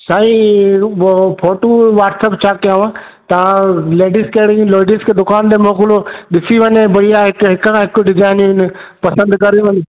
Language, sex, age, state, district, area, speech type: Sindhi, male, 30-45, Madhya Pradesh, Katni, rural, conversation